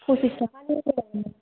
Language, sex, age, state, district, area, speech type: Bodo, female, 18-30, Assam, Kokrajhar, rural, conversation